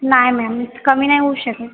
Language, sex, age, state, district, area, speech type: Marathi, female, 18-30, Maharashtra, Mumbai Suburban, urban, conversation